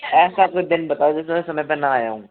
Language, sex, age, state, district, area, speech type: Hindi, male, 18-30, Rajasthan, Jaipur, urban, conversation